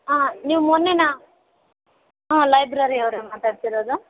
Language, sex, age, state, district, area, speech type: Kannada, female, 18-30, Karnataka, Bellary, urban, conversation